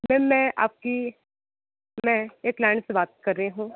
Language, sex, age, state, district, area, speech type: Hindi, female, 18-30, Uttar Pradesh, Sonbhadra, rural, conversation